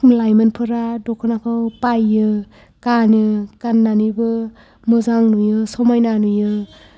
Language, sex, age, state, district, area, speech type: Bodo, female, 18-30, Assam, Chirang, rural, spontaneous